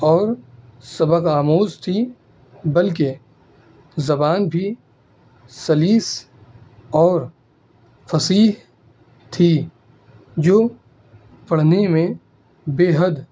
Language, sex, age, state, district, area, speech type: Urdu, male, 18-30, Delhi, North East Delhi, rural, spontaneous